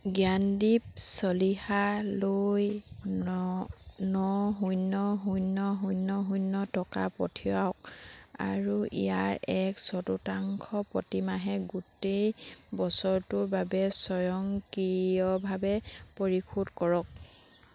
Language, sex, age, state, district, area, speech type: Assamese, female, 30-45, Assam, Sivasagar, rural, read